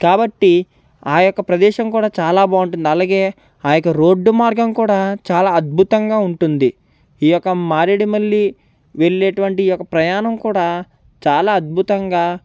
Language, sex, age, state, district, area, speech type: Telugu, male, 18-30, Andhra Pradesh, Konaseema, rural, spontaneous